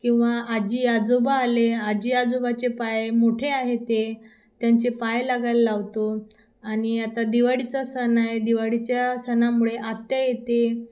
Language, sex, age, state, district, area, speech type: Marathi, female, 30-45, Maharashtra, Thane, urban, spontaneous